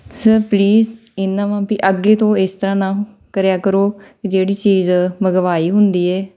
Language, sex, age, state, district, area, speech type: Punjabi, female, 30-45, Punjab, Tarn Taran, rural, spontaneous